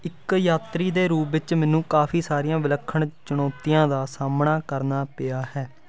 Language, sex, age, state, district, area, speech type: Punjabi, male, 18-30, Punjab, Fatehgarh Sahib, rural, spontaneous